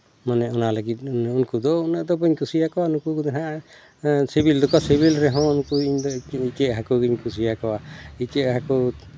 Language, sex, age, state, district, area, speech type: Santali, male, 60+, Jharkhand, Seraikela Kharsawan, rural, spontaneous